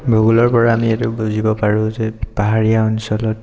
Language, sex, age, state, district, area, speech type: Assamese, male, 18-30, Assam, Sivasagar, urban, spontaneous